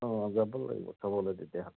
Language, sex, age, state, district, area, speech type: Assamese, male, 30-45, Assam, Majuli, urban, conversation